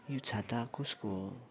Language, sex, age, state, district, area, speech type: Nepali, male, 60+, West Bengal, Kalimpong, rural, spontaneous